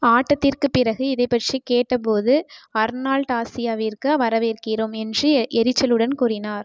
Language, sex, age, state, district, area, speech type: Tamil, female, 18-30, Tamil Nadu, Tiruchirappalli, rural, read